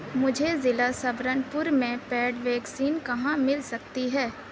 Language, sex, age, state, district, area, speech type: Urdu, male, 18-30, Uttar Pradesh, Mau, urban, read